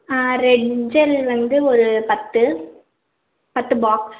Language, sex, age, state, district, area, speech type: Tamil, female, 45-60, Tamil Nadu, Madurai, urban, conversation